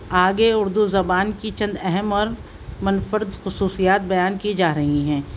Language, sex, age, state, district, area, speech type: Urdu, female, 60+, Delhi, Central Delhi, urban, spontaneous